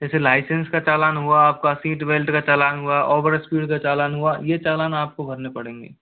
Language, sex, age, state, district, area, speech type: Hindi, male, 30-45, Rajasthan, Jaipur, urban, conversation